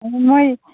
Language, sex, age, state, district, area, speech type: Manipuri, female, 45-60, Manipur, Kangpokpi, urban, conversation